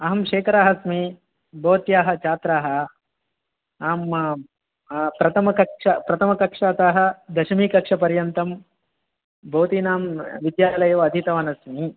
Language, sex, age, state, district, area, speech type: Sanskrit, male, 30-45, Telangana, Ranga Reddy, urban, conversation